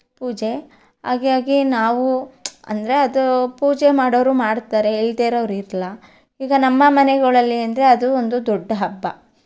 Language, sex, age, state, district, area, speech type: Kannada, female, 30-45, Karnataka, Mandya, rural, spontaneous